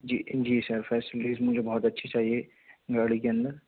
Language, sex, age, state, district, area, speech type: Urdu, male, 18-30, Delhi, Central Delhi, urban, conversation